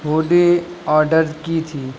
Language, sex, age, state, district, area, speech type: Urdu, male, 18-30, Bihar, Gaya, rural, spontaneous